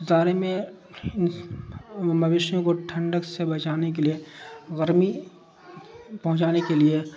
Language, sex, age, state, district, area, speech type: Urdu, male, 45-60, Bihar, Darbhanga, rural, spontaneous